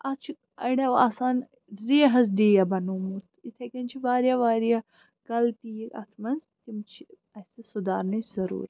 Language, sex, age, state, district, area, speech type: Kashmiri, female, 30-45, Jammu and Kashmir, Srinagar, urban, spontaneous